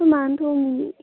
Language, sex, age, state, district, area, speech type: Manipuri, female, 30-45, Manipur, Kangpokpi, urban, conversation